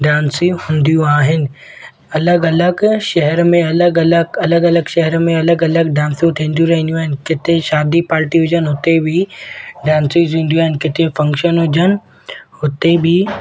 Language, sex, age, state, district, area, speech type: Sindhi, male, 18-30, Madhya Pradesh, Katni, rural, spontaneous